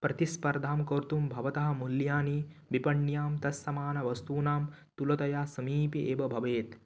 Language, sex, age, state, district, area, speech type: Sanskrit, male, 18-30, West Bengal, Paschim Medinipur, rural, read